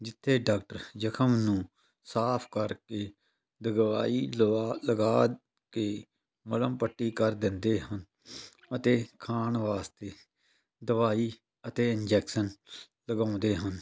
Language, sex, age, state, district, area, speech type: Punjabi, male, 45-60, Punjab, Tarn Taran, rural, spontaneous